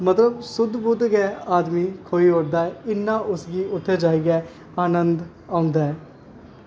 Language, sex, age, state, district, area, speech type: Dogri, male, 18-30, Jammu and Kashmir, Kathua, rural, spontaneous